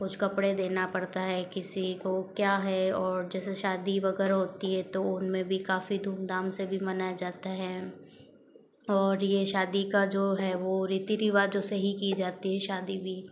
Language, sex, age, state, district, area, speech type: Hindi, female, 30-45, Rajasthan, Jodhpur, urban, spontaneous